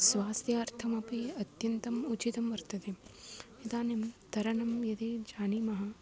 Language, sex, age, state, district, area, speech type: Sanskrit, female, 18-30, Tamil Nadu, Tiruchirappalli, urban, spontaneous